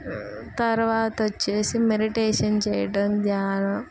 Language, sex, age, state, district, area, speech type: Telugu, female, 18-30, Andhra Pradesh, Guntur, rural, spontaneous